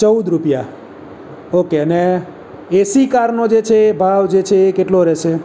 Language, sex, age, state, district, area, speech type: Gujarati, male, 30-45, Gujarat, Surat, urban, spontaneous